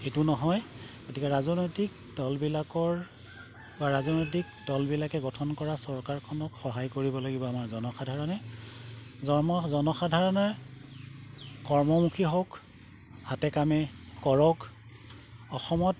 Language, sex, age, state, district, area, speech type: Assamese, male, 60+, Assam, Golaghat, urban, spontaneous